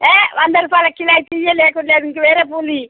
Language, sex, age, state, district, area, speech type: Telugu, female, 60+, Telangana, Jagtial, rural, conversation